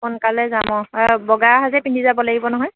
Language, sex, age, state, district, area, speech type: Assamese, female, 45-60, Assam, Dibrugarh, rural, conversation